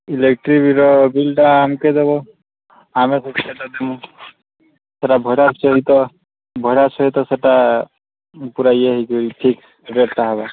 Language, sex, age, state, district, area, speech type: Odia, male, 18-30, Odisha, Subarnapur, urban, conversation